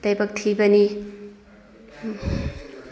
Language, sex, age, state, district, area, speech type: Manipuri, female, 30-45, Manipur, Thoubal, rural, spontaneous